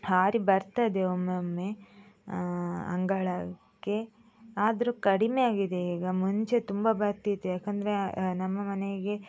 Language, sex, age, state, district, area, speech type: Kannada, female, 18-30, Karnataka, Dakshina Kannada, rural, spontaneous